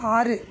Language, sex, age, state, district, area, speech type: Tamil, female, 30-45, Tamil Nadu, Tiruvallur, urban, read